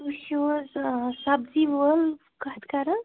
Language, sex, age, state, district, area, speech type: Kashmiri, female, 30-45, Jammu and Kashmir, Bandipora, rural, conversation